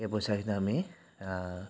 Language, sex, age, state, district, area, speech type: Assamese, male, 45-60, Assam, Nagaon, rural, spontaneous